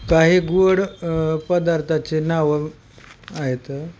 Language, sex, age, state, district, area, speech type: Marathi, male, 30-45, Maharashtra, Beed, urban, spontaneous